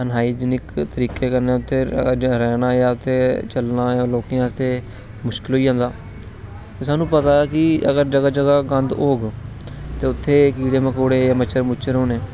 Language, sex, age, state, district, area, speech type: Dogri, male, 30-45, Jammu and Kashmir, Jammu, rural, spontaneous